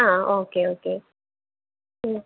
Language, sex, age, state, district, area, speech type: Malayalam, female, 18-30, Kerala, Thiruvananthapuram, rural, conversation